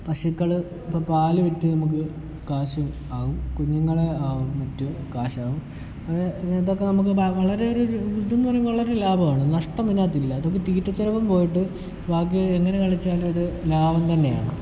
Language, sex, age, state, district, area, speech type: Malayalam, male, 18-30, Kerala, Kottayam, rural, spontaneous